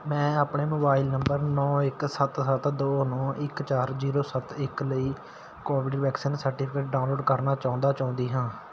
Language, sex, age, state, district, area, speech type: Punjabi, male, 18-30, Punjab, Patiala, urban, read